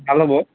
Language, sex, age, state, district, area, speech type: Assamese, male, 18-30, Assam, Lakhimpur, rural, conversation